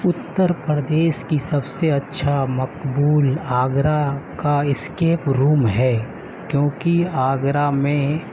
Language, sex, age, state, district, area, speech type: Urdu, male, 30-45, Uttar Pradesh, Gautam Buddha Nagar, urban, spontaneous